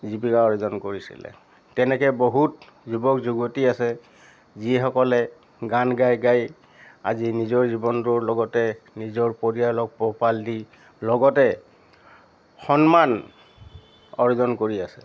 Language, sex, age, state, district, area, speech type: Assamese, male, 60+, Assam, Biswanath, rural, spontaneous